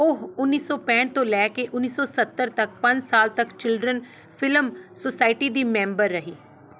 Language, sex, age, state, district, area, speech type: Punjabi, female, 30-45, Punjab, Pathankot, urban, read